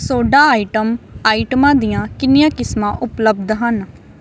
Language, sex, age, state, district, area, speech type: Punjabi, female, 18-30, Punjab, Barnala, rural, read